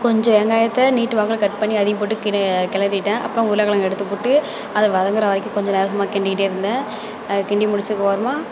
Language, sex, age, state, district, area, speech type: Tamil, female, 18-30, Tamil Nadu, Thanjavur, urban, spontaneous